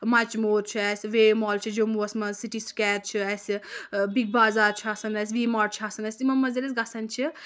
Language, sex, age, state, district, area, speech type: Kashmiri, female, 30-45, Jammu and Kashmir, Anantnag, rural, spontaneous